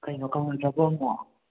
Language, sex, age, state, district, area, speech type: Manipuri, other, 30-45, Manipur, Imphal West, urban, conversation